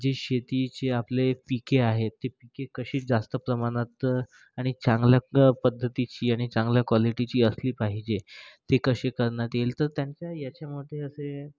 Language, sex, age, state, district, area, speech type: Marathi, male, 30-45, Maharashtra, Nagpur, urban, spontaneous